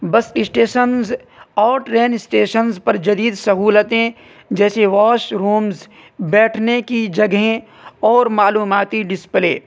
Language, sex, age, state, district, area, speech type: Urdu, male, 18-30, Uttar Pradesh, Saharanpur, urban, spontaneous